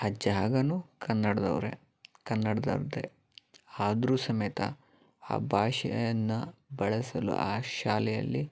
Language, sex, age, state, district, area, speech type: Kannada, male, 30-45, Karnataka, Chitradurga, urban, spontaneous